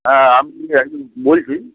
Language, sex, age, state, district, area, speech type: Bengali, male, 45-60, West Bengal, Hooghly, rural, conversation